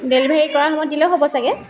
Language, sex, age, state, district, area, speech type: Assamese, female, 30-45, Assam, Dibrugarh, urban, spontaneous